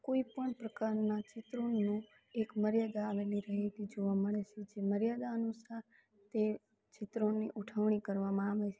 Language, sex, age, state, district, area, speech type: Gujarati, female, 18-30, Gujarat, Rajkot, rural, spontaneous